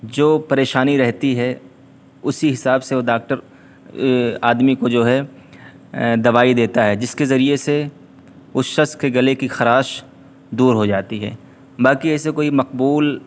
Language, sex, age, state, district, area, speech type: Urdu, male, 18-30, Uttar Pradesh, Siddharthnagar, rural, spontaneous